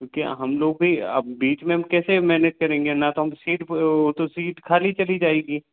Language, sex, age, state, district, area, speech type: Hindi, male, 30-45, Madhya Pradesh, Bhopal, urban, conversation